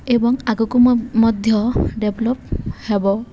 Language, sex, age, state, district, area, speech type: Odia, female, 18-30, Odisha, Subarnapur, urban, spontaneous